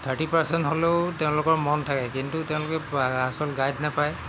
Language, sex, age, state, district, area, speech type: Assamese, male, 60+, Assam, Tinsukia, rural, spontaneous